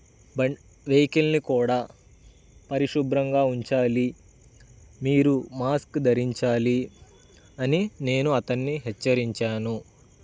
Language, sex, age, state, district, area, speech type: Telugu, male, 18-30, Andhra Pradesh, Bapatla, urban, spontaneous